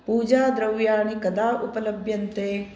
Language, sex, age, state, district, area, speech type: Sanskrit, female, 45-60, Karnataka, Uttara Kannada, urban, read